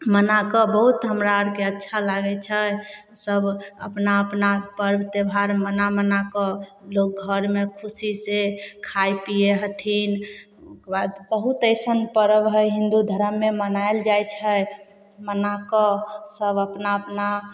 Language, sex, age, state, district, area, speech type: Maithili, female, 18-30, Bihar, Samastipur, urban, spontaneous